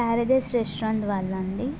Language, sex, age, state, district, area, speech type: Telugu, female, 18-30, Telangana, Adilabad, urban, spontaneous